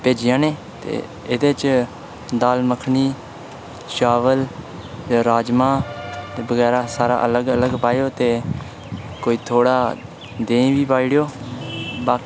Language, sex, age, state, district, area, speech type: Dogri, male, 18-30, Jammu and Kashmir, Udhampur, rural, spontaneous